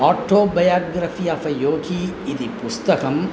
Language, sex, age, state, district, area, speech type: Sanskrit, male, 60+, Tamil Nadu, Coimbatore, urban, spontaneous